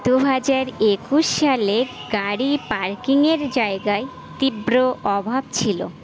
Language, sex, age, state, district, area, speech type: Bengali, female, 18-30, West Bengal, Birbhum, urban, read